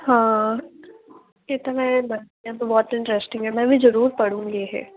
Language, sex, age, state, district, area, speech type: Punjabi, female, 18-30, Punjab, Muktsar, urban, conversation